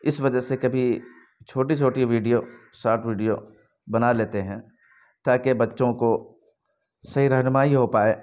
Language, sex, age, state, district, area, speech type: Urdu, male, 18-30, Bihar, Purnia, rural, spontaneous